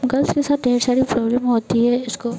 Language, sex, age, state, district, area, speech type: Hindi, female, 18-30, Bihar, Madhepura, rural, spontaneous